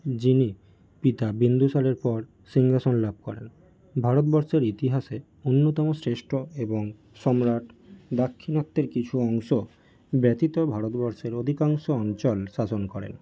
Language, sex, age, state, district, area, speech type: Bengali, male, 18-30, West Bengal, North 24 Parganas, urban, spontaneous